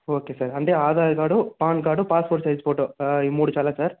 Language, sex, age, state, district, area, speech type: Telugu, male, 45-60, Andhra Pradesh, Chittoor, rural, conversation